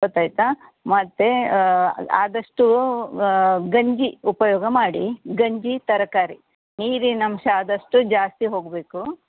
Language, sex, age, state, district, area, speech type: Kannada, female, 60+, Karnataka, Udupi, rural, conversation